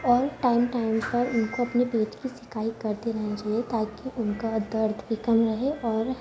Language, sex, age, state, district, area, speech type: Urdu, female, 18-30, Uttar Pradesh, Ghaziabad, urban, spontaneous